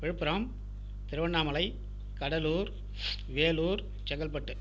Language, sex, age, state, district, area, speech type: Tamil, male, 60+, Tamil Nadu, Viluppuram, rural, spontaneous